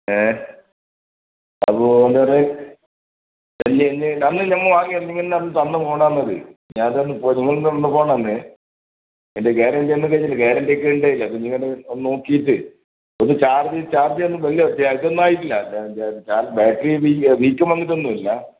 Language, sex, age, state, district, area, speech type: Malayalam, male, 45-60, Kerala, Kasaragod, urban, conversation